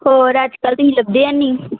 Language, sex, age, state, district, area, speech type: Punjabi, female, 18-30, Punjab, Pathankot, urban, conversation